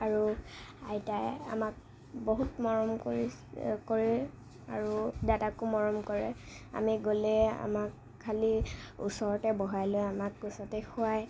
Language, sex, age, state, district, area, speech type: Assamese, female, 18-30, Assam, Kamrup Metropolitan, urban, spontaneous